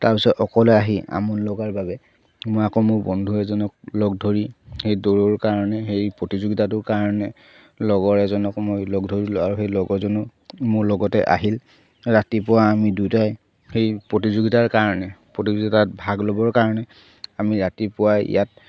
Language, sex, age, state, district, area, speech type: Assamese, male, 30-45, Assam, Charaideo, rural, spontaneous